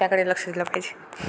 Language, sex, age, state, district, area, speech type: Marathi, female, 18-30, Maharashtra, Ratnagiri, rural, spontaneous